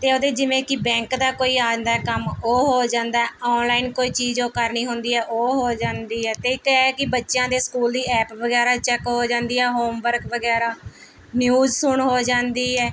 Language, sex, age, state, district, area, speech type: Punjabi, female, 30-45, Punjab, Mohali, urban, spontaneous